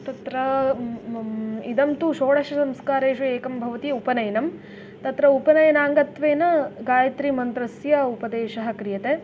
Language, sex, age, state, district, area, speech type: Sanskrit, female, 18-30, Karnataka, Uttara Kannada, rural, spontaneous